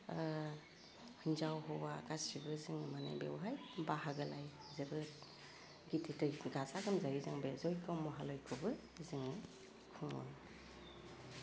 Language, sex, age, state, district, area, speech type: Bodo, female, 45-60, Assam, Udalguri, urban, spontaneous